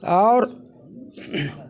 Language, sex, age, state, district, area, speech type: Maithili, male, 60+, Bihar, Muzaffarpur, rural, spontaneous